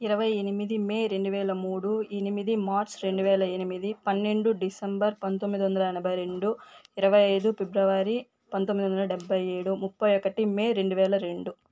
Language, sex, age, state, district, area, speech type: Telugu, female, 18-30, Andhra Pradesh, Sri Balaji, rural, spontaneous